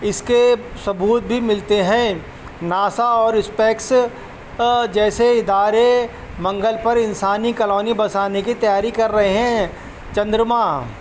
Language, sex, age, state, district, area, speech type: Urdu, male, 45-60, Uttar Pradesh, Rampur, urban, spontaneous